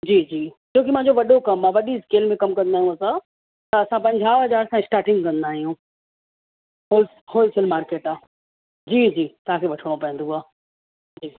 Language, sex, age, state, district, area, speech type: Sindhi, female, 30-45, Uttar Pradesh, Lucknow, urban, conversation